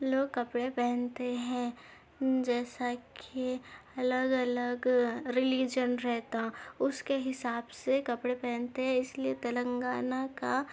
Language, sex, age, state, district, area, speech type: Urdu, female, 18-30, Telangana, Hyderabad, urban, spontaneous